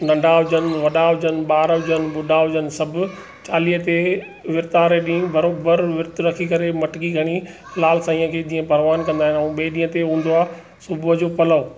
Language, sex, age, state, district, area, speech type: Sindhi, male, 45-60, Maharashtra, Thane, urban, spontaneous